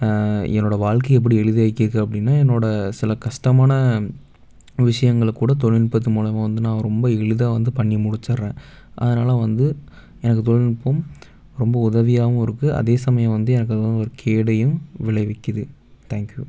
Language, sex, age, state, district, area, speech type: Tamil, male, 18-30, Tamil Nadu, Tiruppur, rural, spontaneous